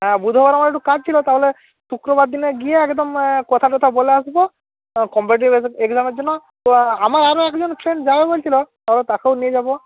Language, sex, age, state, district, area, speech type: Bengali, male, 30-45, West Bengal, Hooghly, rural, conversation